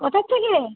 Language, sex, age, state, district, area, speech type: Bengali, female, 30-45, West Bengal, Birbhum, urban, conversation